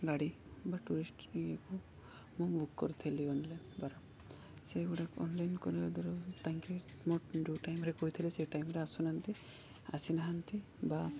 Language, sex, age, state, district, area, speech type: Odia, male, 18-30, Odisha, Koraput, urban, spontaneous